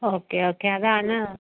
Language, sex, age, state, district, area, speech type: Malayalam, female, 30-45, Kerala, Kottayam, rural, conversation